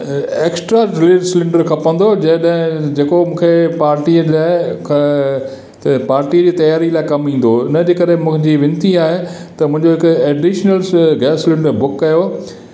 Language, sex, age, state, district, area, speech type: Sindhi, male, 60+, Gujarat, Kutch, rural, spontaneous